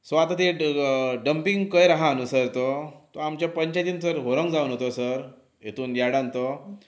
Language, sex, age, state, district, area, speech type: Goan Konkani, male, 30-45, Goa, Pernem, rural, spontaneous